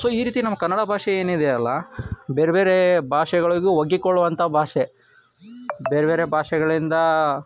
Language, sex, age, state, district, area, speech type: Kannada, male, 18-30, Karnataka, Koppal, rural, spontaneous